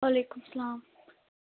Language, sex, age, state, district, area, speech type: Kashmiri, female, 18-30, Jammu and Kashmir, Budgam, rural, conversation